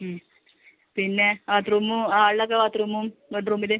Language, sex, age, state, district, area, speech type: Malayalam, female, 30-45, Kerala, Malappuram, rural, conversation